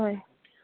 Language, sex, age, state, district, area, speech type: Assamese, female, 45-60, Assam, Morigaon, urban, conversation